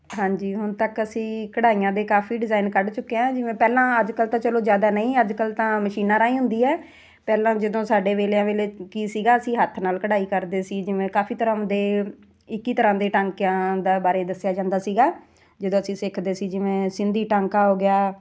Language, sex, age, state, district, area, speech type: Punjabi, female, 30-45, Punjab, Muktsar, urban, spontaneous